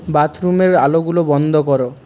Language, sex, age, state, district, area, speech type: Bengali, male, 30-45, West Bengal, Purulia, urban, read